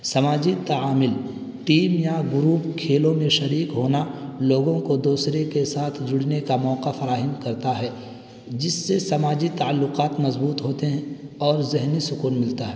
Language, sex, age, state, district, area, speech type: Urdu, male, 18-30, Uttar Pradesh, Balrampur, rural, spontaneous